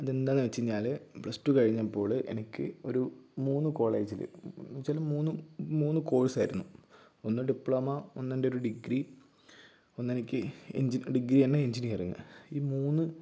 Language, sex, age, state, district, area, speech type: Malayalam, male, 18-30, Kerala, Kozhikode, urban, spontaneous